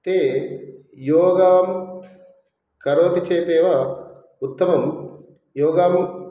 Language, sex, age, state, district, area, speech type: Sanskrit, male, 30-45, Telangana, Hyderabad, urban, spontaneous